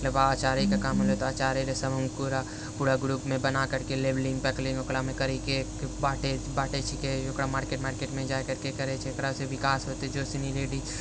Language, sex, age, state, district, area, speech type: Maithili, male, 30-45, Bihar, Purnia, rural, spontaneous